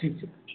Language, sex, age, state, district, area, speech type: Maithili, female, 45-60, Bihar, Begusarai, urban, conversation